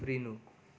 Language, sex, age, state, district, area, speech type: Nepali, male, 18-30, West Bengal, Darjeeling, rural, read